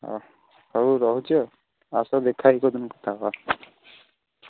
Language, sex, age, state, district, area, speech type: Odia, male, 18-30, Odisha, Jagatsinghpur, rural, conversation